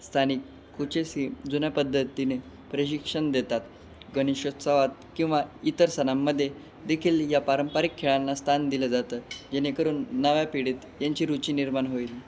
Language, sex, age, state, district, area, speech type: Marathi, male, 18-30, Maharashtra, Jalna, urban, spontaneous